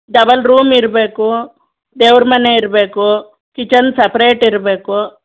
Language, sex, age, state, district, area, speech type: Kannada, female, 45-60, Karnataka, Chamarajanagar, rural, conversation